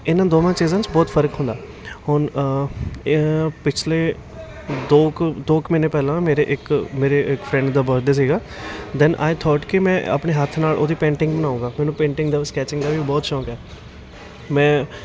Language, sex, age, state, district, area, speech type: Punjabi, male, 18-30, Punjab, Patiala, urban, spontaneous